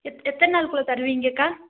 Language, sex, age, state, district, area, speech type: Tamil, female, 18-30, Tamil Nadu, Nilgiris, urban, conversation